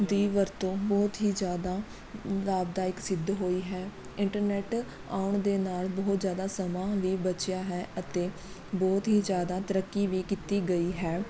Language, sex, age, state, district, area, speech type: Punjabi, female, 18-30, Punjab, Mohali, rural, spontaneous